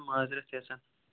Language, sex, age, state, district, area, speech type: Kashmiri, male, 18-30, Jammu and Kashmir, Shopian, rural, conversation